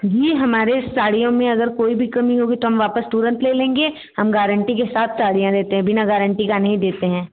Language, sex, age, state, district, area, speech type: Hindi, female, 18-30, Uttar Pradesh, Bhadohi, rural, conversation